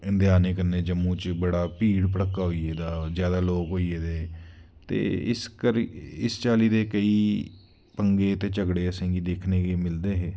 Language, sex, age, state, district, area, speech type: Dogri, male, 30-45, Jammu and Kashmir, Udhampur, rural, spontaneous